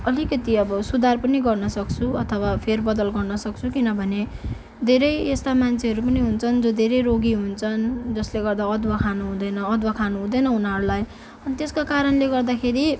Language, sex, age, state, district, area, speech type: Nepali, female, 18-30, West Bengal, Kalimpong, rural, spontaneous